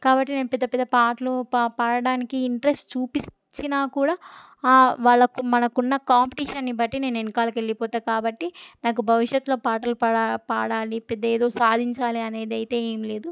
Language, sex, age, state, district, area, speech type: Telugu, female, 18-30, Telangana, Medak, urban, spontaneous